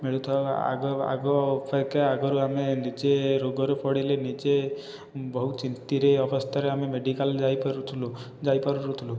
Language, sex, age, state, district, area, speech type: Odia, male, 18-30, Odisha, Khordha, rural, spontaneous